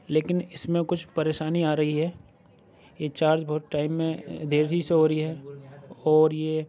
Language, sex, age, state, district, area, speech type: Urdu, male, 30-45, Uttar Pradesh, Aligarh, urban, spontaneous